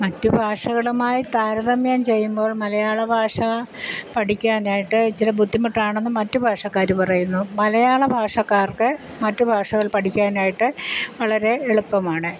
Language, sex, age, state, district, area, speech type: Malayalam, female, 60+, Kerala, Kottayam, rural, spontaneous